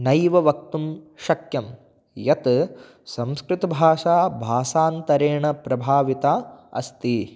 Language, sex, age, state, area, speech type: Sanskrit, male, 18-30, Rajasthan, rural, spontaneous